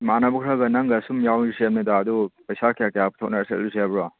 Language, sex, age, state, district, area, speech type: Manipuri, male, 18-30, Manipur, Chandel, rural, conversation